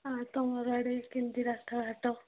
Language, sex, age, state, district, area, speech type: Odia, female, 18-30, Odisha, Nabarangpur, urban, conversation